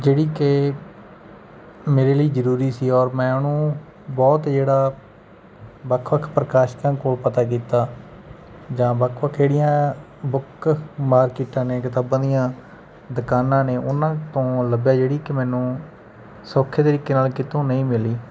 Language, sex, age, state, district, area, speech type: Punjabi, male, 30-45, Punjab, Bathinda, rural, spontaneous